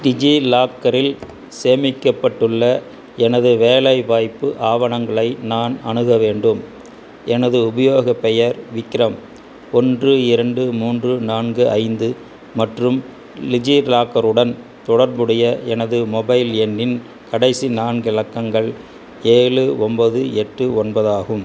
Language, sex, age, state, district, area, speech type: Tamil, male, 60+, Tamil Nadu, Madurai, rural, read